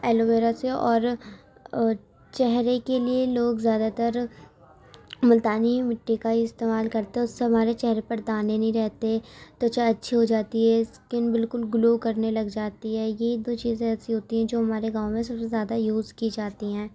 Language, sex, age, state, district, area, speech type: Urdu, female, 18-30, Uttar Pradesh, Gautam Buddha Nagar, rural, spontaneous